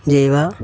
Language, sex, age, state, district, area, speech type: Malayalam, male, 60+, Kerala, Malappuram, rural, spontaneous